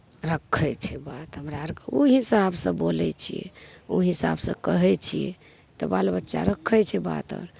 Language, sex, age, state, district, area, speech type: Maithili, female, 45-60, Bihar, Madhepura, rural, spontaneous